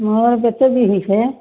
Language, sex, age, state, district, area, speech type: Assamese, female, 60+, Assam, Barpeta, rural, conversation